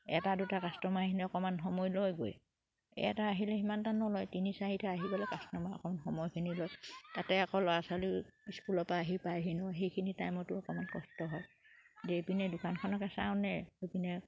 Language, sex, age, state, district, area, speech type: Assamese, female, 30-45, Assam, Charaideo, rural, spontaneous